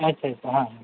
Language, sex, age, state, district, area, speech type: Marathi, male, 45-60, Maharashtra, Nanded, rural, conversation